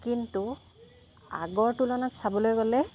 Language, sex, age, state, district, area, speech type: Assamese, female, 30-45, Assam, Golaghat, rural, spontaneous